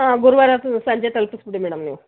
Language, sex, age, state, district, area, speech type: Kannada, female, 45-60, Karnataka, Mandya, rural, conversation